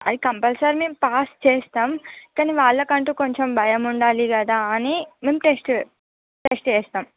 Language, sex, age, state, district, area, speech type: Telugu, female, 45-60, Andhra Pradesh, Visakhapatnam, urban, conversation